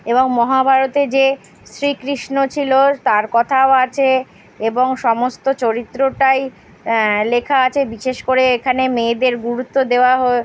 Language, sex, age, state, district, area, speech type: Bengali, female, 30-45, West Bengal, Kolkata, urban, spontaneous